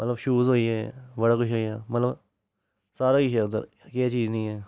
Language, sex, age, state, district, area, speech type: Dogri, male, 18-30, Jammu and Kashmir, Jammu, urban, spontaneous